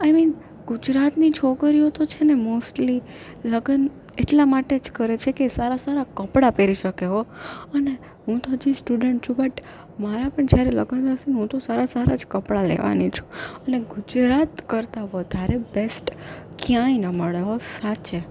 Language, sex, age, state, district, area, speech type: Gujarati, female, 18-30, Gujarat, Junagadh, urban, spontaneous